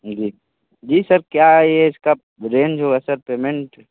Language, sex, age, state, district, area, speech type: Hindi, male, 18-30, Uttar Pradesh, Sonbhadra, rural, conversation